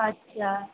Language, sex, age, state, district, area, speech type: Bengali, female, 18-30, West Bengal, Purba Bardhaman, urban, conversation